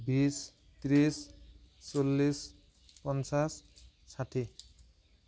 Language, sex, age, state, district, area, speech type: Assamese, male, 18-30, Assam, Barpeta, rural, spontaneous